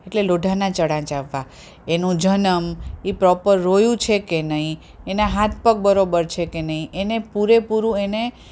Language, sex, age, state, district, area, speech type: Gujarati, female, 45-60, Gujarat, Ahmedabad, urban, spontaneous